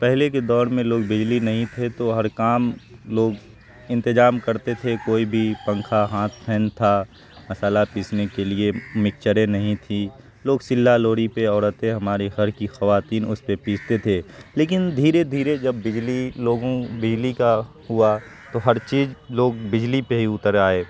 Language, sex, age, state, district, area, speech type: Urdu, male, 18-30, Bihar, Saharsa, urban, spontaneous